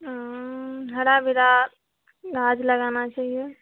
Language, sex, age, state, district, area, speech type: Maithili, female, 30-45, Bihar, Purnia, rural, conversation